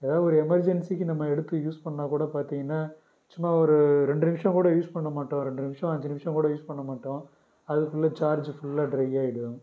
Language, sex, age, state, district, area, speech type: Tamil, male, 30-45, Tamil Nadu, Pudukkottai, rural, spontaneous